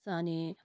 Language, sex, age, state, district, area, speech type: Nepali, female, 45-60, West Bengal, Darjeeling, rural, spontaneous